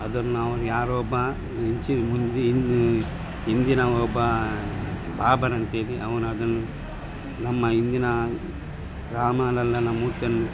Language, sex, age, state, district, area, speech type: Kannada, male, 60+, Karnataka, Dakshina Kannada, rural, spontaneous